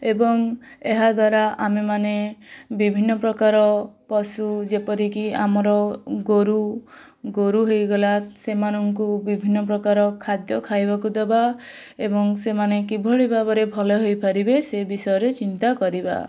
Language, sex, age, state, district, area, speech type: Odia, female, 18-30, Odisha, Bhadrak, rural, spontaneous